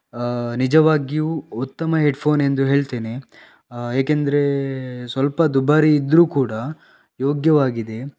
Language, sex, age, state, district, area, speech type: Kannada, male, 18-30, Karnataka, Chitradurga, rural, spontaneous